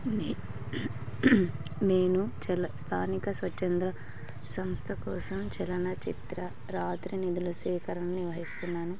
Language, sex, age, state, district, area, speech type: Telugu, female, 30-45, Andhra Pradesh, Kurnool, rural, spontaneous